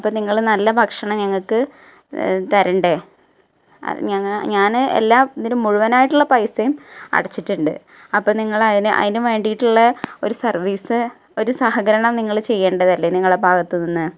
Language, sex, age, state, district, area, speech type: Malayalam, female, 18-30, Kerala, Malappuram, rural, spontaneous